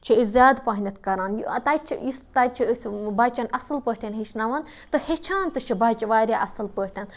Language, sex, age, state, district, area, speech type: Kashmiri, female, 30-45, Jammu and Kashmir, Budgam, rural, spontaneous